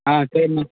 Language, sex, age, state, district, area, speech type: Tamil, male, 18-30, Tamil Nadu, Madurai, rural, conversation